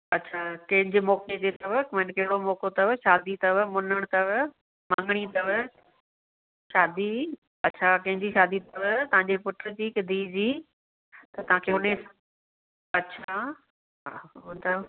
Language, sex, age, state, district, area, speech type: Sindhi, female, 45-60, Maharashtra, Thane, urban, conversation